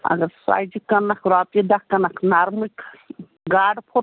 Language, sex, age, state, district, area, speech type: Kashmiri, female, 30-45, Jammu and Kashmir, Bandipora, rural, conversation